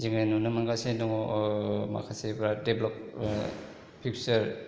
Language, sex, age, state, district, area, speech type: Bodo, male, 30-45, Assam, Chirang, rural, spontaneous